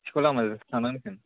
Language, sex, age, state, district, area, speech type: Bodo, male, 18-30, Assam, Kokrajhar, rural, conversation